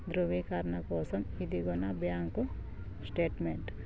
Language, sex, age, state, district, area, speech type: Telugu, female, 30-45, Telangana, Jangaon, rural, read